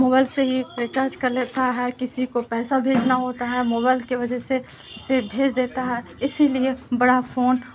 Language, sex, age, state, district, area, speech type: Urdu, female, 18-30, Bihar, Supaul, rural, spontaneous